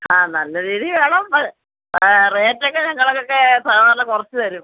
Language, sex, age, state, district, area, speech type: Malayalam, female, 45-60, Kerala, Kollam, rural, conversation